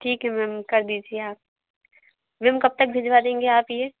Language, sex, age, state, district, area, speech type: Hindi, female, 60+, Madhya Pradesh, Bhopal, urban, conversation